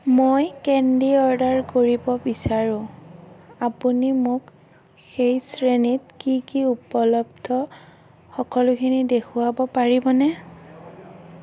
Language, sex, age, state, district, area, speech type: Assamese, female, 18-30, Assam, Darrang, rural, read